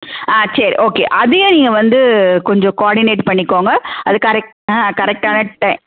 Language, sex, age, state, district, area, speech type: Tamil, female, 30-45, Tamil Nadu, Madurai, urban, conversation